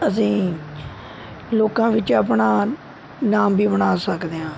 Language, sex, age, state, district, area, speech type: Punjabi, male, 18-30, Punjab, Mohali, rural, spontaneous